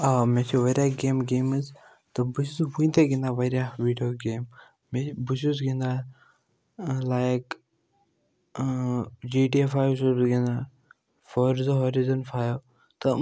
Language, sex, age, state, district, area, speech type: Kashmiri, male, 18-30, Jammu and Kashmir, Baramulla, rural, spontaneous